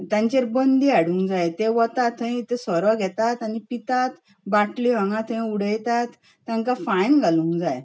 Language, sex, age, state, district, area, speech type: Goan Konkani, female, 45-60, Goa, Bardez, urban, spontaneous